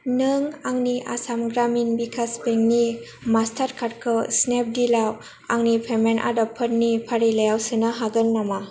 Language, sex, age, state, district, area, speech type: Bodo, female, 18-30, Assam, Kokrajhar, urban, read